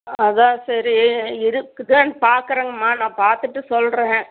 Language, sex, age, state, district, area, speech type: Tamil, female, 45-60, Tamil Nadu, Tiruppur, rural, conversation